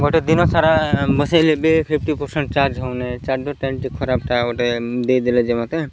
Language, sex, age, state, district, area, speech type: Odia, male, 30-45, Odisha, Koraput, urban, spontaneous